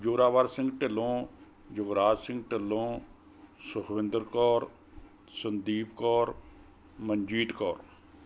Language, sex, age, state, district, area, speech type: Punjabi, male, 60+, Punjab, Mohali, urban, spontaneous